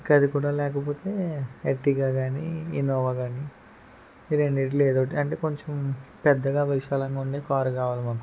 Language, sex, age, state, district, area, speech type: Telugu, male, 18-30, Andhra Pradesh, Eluru, rural, spontaneous